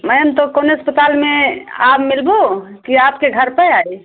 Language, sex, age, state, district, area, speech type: Hindi, female, 60+, Uttar Pradesh, Ayodhya, rural, conversation